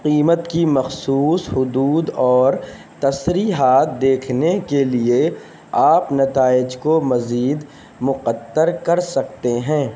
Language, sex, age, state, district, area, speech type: Urdu, male, 18-30, Uttar Pradesh, Shahjahanpur, urban, read